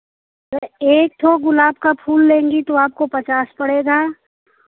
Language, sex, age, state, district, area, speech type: Hindi, female, 45-60, Uttar Pradesh, Chandauli, rural, conversation